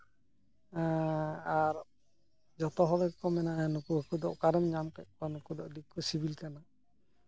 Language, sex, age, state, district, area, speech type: Santali, male, 60+, West Bengal, Purulia, rural, spontaneous